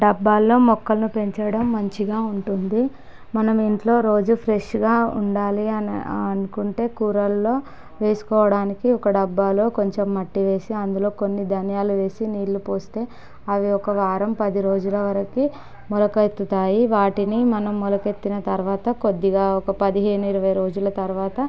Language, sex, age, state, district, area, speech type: Telugu, female, 30-45, Andhra Pradesh, Visakhapatnam, urban, spontaneous